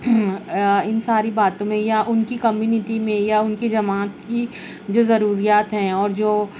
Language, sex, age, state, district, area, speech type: Urdu, female, 30-45, Maharashtra, Nashik, urban, spontaneous